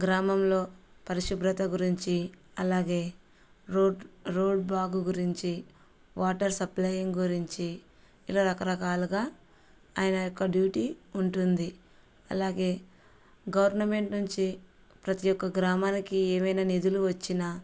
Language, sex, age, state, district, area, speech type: Telugu, female, 30-45, Andhra Pradesh, Kurnool, rural, spontaneous